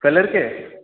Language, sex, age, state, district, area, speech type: Hindi, male, 18-30, Rajasthan, Jodhpur, urban, conversation